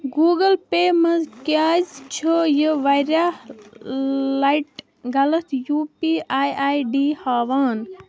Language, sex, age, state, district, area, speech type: Kashmiri, female, 30-45, Jammu and Kashmir, Baramulla, rural, read